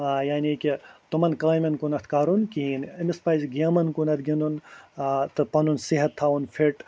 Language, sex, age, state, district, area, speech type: Kashmiri, male, 30-45, Jammu and Kashmir, Ganderbal, rural, spontaneous